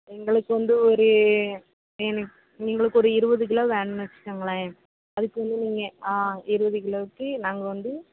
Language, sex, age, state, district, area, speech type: Tamil, female, 30-45, Tamil Nadu, Thoothukudi, urban, conversation